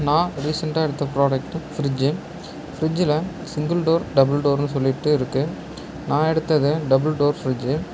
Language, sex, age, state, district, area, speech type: Tamil, male, 30-45, Tamil Nadu, Ariyalur, rural, spontaneous